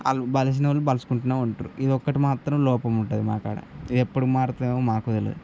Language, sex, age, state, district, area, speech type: Telugu, male, 18-30, Telangana, Nirmal, rural, spontaneous